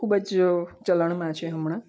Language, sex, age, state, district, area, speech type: Gujarati, female, 45-60, Gujarat, Valsad, rural, spontaneous